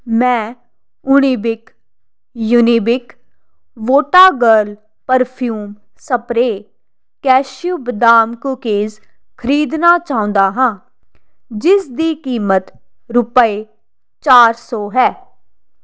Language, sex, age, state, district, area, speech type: Punjabi, female, 18-30, Punjab, Jalandhar, urban, read